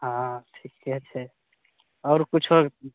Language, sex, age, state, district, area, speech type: Maithili, male, 30-45, Bihar, Madhepura, rural, conversation